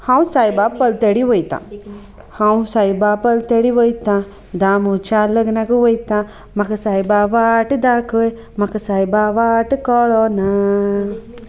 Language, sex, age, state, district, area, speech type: Goan Konkani, female, 30-45, Goa, Sanguem, rural, spontaneous